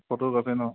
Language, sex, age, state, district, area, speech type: Assamese, male, 18-30, Assam, Dhemaji, rural, conversation